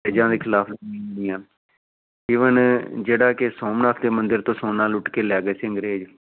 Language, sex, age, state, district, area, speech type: Punjabi, male, 45-60, Punjab, Amritsar, urban, conversation